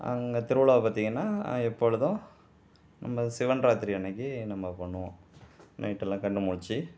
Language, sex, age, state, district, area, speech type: Tamil, male, 45-60, Tamil Nadu, Mayiladuthurai, urban, spontaneous